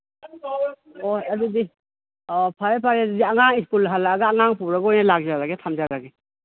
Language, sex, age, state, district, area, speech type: Manipuri, female, 60+, Manipur, Imphal West, urban, conversation